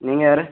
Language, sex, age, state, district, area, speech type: Tamil, male, 18-30, Tamil Nadu, Dharmapuri, rural, conversation